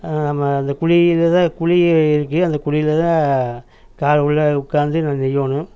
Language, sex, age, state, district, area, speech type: Tamil, male, 45-60, Tamil Nadu, Coimbatore, rural, spontaneous